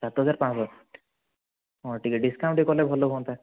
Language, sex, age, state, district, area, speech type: Odia, male, 18-30, Odisha, Kandhamal, rural, conversation